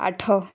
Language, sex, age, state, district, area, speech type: Odia, female, 18-30, Odisha, Bargarh, urban, read